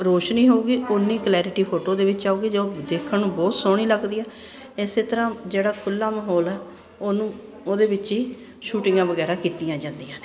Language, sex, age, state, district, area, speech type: Punjabi, female, 60+, Punjab, Ludhiana, urban, spontaneous